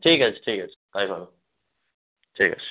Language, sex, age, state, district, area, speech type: Bengali, male, 30-45, West Bengal, South 24 Parganas, rural, conversation